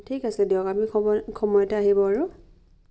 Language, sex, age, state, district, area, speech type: Assamese, female, 18-30, Assam, Biswanath, rural, spontaneous